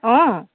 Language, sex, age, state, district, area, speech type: Assamese, female, 30-45, Assam, Golaghat, rural, conversation